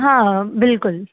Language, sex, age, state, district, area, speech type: Gujarati, female, 18-30, Gujarat, Anand, urban, conversation